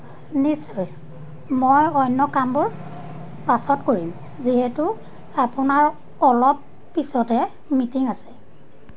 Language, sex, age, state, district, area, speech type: Assamese, female, 30-45, Assam, Majuli, urban, read